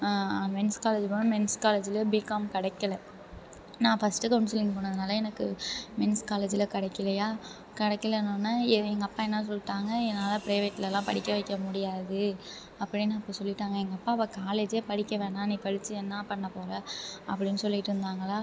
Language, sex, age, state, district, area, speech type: Tamil, female, 30-45, Tamil Nadu, Thanjavur, urban, spontaneous